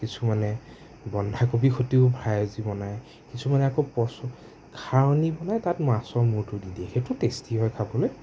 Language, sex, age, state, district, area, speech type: Assamese, male, 30-45, Assam, Nagaon, rural, spontaneous